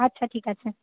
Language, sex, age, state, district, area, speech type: Bengali, female, 18-30, West Bengal, Paschim Medinipur, rural, conversation